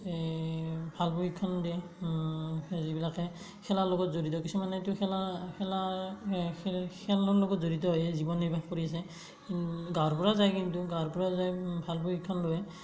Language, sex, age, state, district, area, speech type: Assamese, male, 18-30, Assam, Darrang, rural, spontaneous